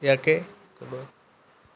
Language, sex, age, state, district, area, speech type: Assamese, male, 18-30, Assam, Tinsukia, urban, spontaneous